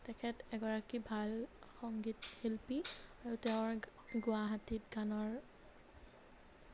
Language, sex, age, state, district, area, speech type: Assamese, female, 18-30, Assam, Nagaon, rural, spontaneous